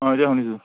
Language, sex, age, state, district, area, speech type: Assamese, male, 30-45, Assam, Lakhimpur, rural, conversation